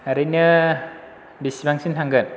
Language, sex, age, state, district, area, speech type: Bodo, male, 30-45, Assam, Chirang, rural, spontaneous